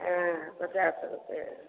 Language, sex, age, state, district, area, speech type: Maithili, female, 60+, Bihar, Samastipur, rural, conversation